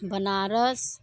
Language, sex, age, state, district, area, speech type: Hindi, female, 45-60, Uttar Pradesh, Mirzapur, rural, spontaneous